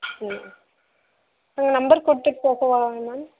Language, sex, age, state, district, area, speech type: Tamil, female, 30-45, Tamil Nadu, Mayiladuthurai, rural, conversation